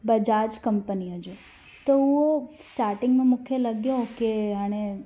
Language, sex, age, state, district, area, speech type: Sindhi, female, 18-30, Gujarat, Surat, urban, spontaneous